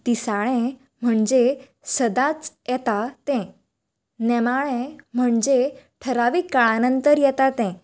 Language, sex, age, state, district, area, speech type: Goan Konkani, female, 18-30, Goa, Canacona, rural, spontaneous